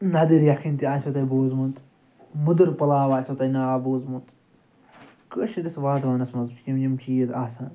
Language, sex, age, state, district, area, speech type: Kashmiri, male, 60+, Jammu and Kashmir, Ganderbal, urban, spontaneous